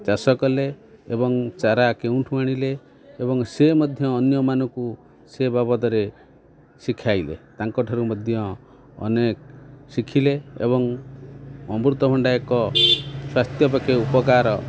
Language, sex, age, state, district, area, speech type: Odia, male, 45-60, Odisha, Kendrapara, urban, spontaneous